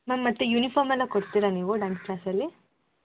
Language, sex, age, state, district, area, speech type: Kannada, female, 18-30, Karnataka, Shimoga, rural, conversation